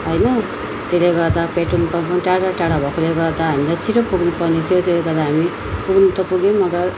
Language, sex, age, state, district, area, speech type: Nepali, female, 30-45, West Bengal, Darjeeling, rural, spontaneous